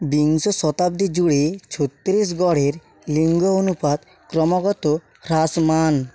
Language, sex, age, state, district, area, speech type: Bengali, male, 18-30, West Bengal, Hooghly, urban, read